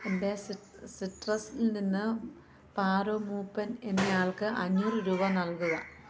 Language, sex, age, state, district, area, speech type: Malayalam, female, 30-45, Kerala, Alappuzha, rural, read